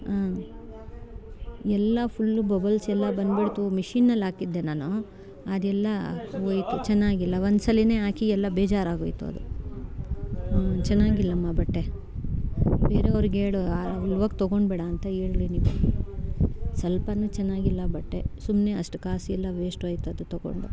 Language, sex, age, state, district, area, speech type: Kannada, female, 30-45, Karnataka, Bangalore Rural, rural, spontaneous